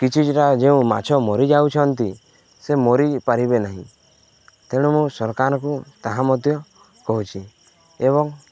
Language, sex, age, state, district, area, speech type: Odia, male, 18-30, Odisha, Balangir, urban, spontaneous